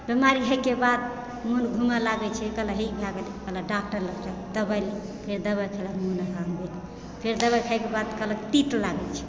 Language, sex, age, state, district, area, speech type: Maithili, female, 30-45, Bihar, Supaul, rural, spontaneous